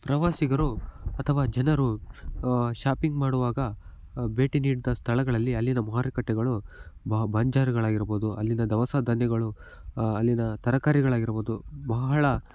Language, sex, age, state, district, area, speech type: Kannada, male, 18-30, Karnataka, Chitradurga, rural, spontaneous